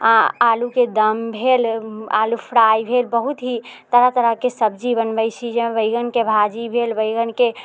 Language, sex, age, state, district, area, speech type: Maithili, female, 18-30, Bihar, Muzaffarpur, rural, spontaneous